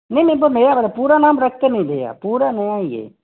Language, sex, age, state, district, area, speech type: Hindi, male, 18-30, Rajasthan, Jaipur, urban, conversation